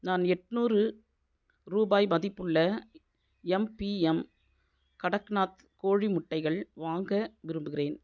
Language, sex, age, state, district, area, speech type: Tamil, female, 45-60, Tamil Nadu, Viluppuram, urban, read